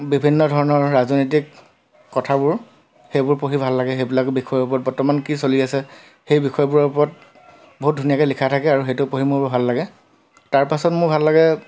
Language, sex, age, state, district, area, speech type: Assamese, male, 30-45, Assam, Dhemaji, rural, spontaneous